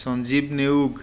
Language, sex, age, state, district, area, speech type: Assamese, male, 30-45, Assam, Sivasagar, urban, spontaneous